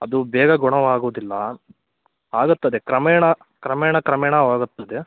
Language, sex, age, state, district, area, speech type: Kannada, male, 18-30, Karnataka, Davanagere, rural, conversation